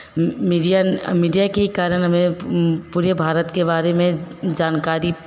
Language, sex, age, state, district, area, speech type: Hindi, female, 30-45, Bihar, Vaishali, urban, spontaneous